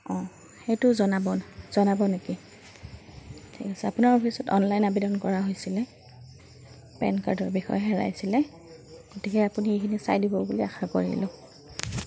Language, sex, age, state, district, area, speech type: Assamese, female, 30-45, Assam, Goalpara, rural, spontaneous